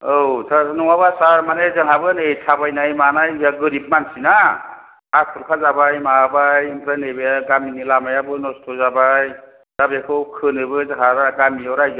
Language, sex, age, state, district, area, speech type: Bodo, male, 60+, Assam, Chirang, rural, conversation